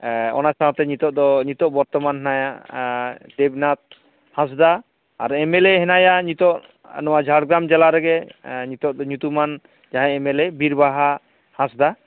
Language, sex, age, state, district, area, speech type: Santali, male, 30-45, West Bengal, Jhargram, rural, conversation